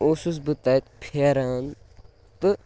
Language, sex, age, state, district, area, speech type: Kashmiri, male, 18-30, Jammu and Kashmir, Baramulla, rural, spontaneous